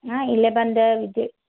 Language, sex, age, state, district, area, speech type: Kannada, female, 60+, Karnataka, Belgaum, rural, conversation